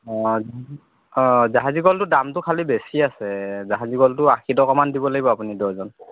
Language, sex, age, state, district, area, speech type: Assamese, male, 30-45, Assam, Lakhimpur, rural, conversation